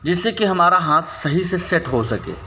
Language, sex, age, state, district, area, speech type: Hindi, male, 30-45, Uttar Pradesh, Hardoi, rural, spontaneous